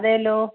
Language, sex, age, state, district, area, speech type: Malayalam, female, 30-45, Kerala, Idukki, rural, conversation